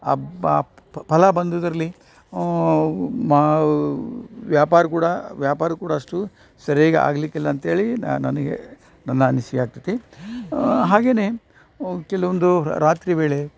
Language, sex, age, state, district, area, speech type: Kannada, male, 60+, Karnataka, Dharwad, rural, spontaneous